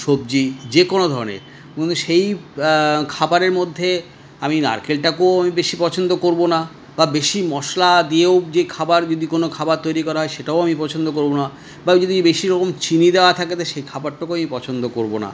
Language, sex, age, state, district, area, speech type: Bengali, male, 60+, West Bengal, Paschim Bardhaman, urban, spontaneous